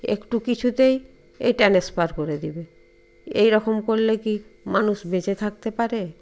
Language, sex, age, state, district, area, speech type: Bengali, female, 60+, West Bengal, Purba Medinipur, rural, spontaneous